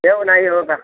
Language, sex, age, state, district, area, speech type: Hindi, male, 60+, Uttar Pradesh, Jaunpur, rural, conversation